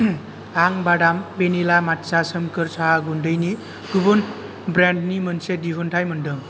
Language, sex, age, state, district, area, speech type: Bodo, male, 18-30, Assam, Kokrajhar, rural, read